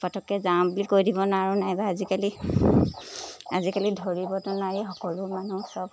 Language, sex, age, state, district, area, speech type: Assamese, female, 18-30, Assam, Lakhimpur, urban, spontaneous